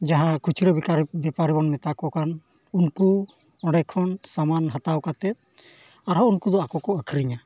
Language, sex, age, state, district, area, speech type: Santali, male, 45-60, Jharkhand, East Singhbhum, rural, spontaneous